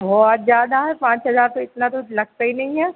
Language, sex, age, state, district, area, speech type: Hindi, female, 30-45, Madhya Pradesh, Hoshangabad, rural, conversation